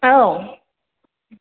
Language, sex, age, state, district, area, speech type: Bodo, female, 45-60, Assam, Kokrajhar, rural, conversation